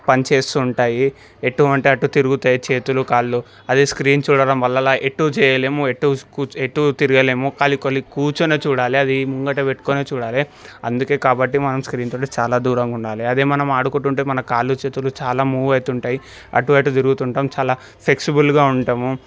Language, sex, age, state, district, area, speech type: Telugu, male, 18-30, Telangana, Medchal, urban, spontaneous